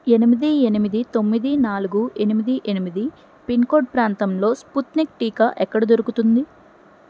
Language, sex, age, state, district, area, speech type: Telugu, female, 60+, Andhra Pradesh, N T Rama Rao, urban, read